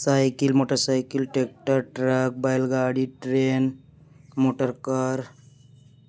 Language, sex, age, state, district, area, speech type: Urdu, male, 30-45, Uttar Pradesh, Mirzapur, rural, spontaneous